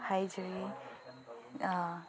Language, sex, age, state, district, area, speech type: Manipuri, female, 30-45, Manipur, Chandel, rural, spontaneous